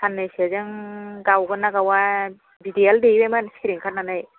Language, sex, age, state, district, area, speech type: Bodo, female, 30-45, Assam, Kokrajhar, rural, conversation